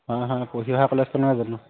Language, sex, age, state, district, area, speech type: Assamese, male, 18-30, Assam, Lakhimpur, urban, conversation